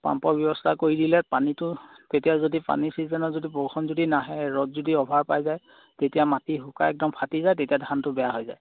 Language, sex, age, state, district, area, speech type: Assamese, male, 18-30, Assam, Charaideo, rural, conversation